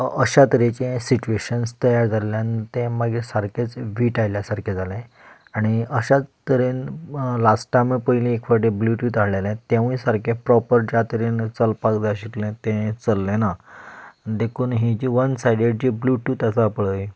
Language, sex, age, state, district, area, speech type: Goan Konkani, male, 30-45, Goa, Canacona, rural, spontaneous